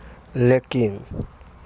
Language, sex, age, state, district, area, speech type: Maithili, male, 60+, Bihar, Araria, rural, spontaneous